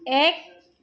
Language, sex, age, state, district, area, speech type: Assamese, female, 30-45, Assam, Sivasagar, rural, read